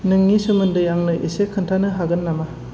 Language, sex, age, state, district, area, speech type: Bodo, male, 30-45, Assam, Chirang, rural, read